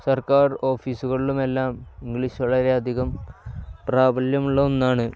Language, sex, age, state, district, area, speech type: Malayalam, male, 18-30, Kerala, Kozhikode, rural, spontaneous